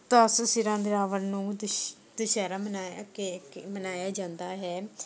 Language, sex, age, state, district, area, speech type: Punjabi, female, 18-30, Punjab, Shaheed Bhagat Singh Nagar, rural, spontaneous